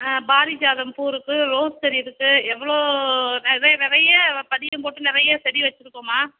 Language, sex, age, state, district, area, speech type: Tamil, female, 45-60, Tamil Nadu, Sivaganga, rural, conversation